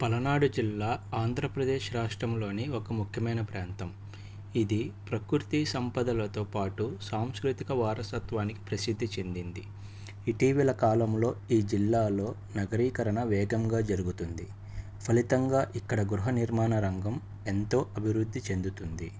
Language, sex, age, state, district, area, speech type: Telugu, male, 30-45, Andhra Pradesh, Palnadu, urban, spontaneous